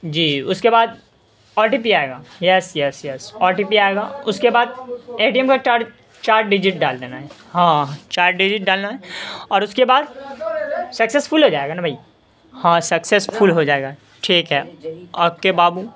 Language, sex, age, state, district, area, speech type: Urdu, male, 18-30, Bihar, Saharsa, rural, spontaneous